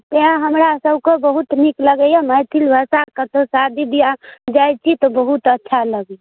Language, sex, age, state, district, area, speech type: Maithili, female, 30-45, Bihar, Darbhanga, urban, conversation